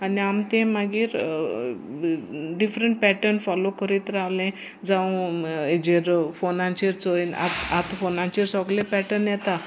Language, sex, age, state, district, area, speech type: Goan Konkani, female, 60+, Goa, Sanguem, rural, spontaneous